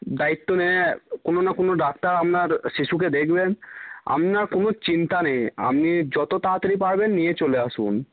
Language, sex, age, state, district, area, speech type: Bengali, male, 18-30, West Bengal, Cooch Behar, rural, conversation